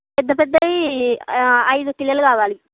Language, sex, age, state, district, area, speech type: Telugu, female, 45-60, Andhra Pradesh, Srikakulam, urban, conversation